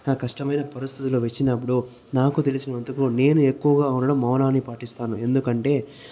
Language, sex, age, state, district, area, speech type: Telugu, male, 30-45, Andhra Pradesh, Chittoor, rural, spontaneous